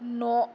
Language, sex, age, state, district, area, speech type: Bodo, female, 18-30, Assam, Kokrajhar, rural, read